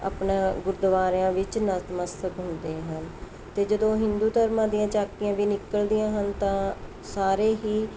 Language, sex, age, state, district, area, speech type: Punjabi, female, 45-60, Punjab, Mohali, urban, spontaneous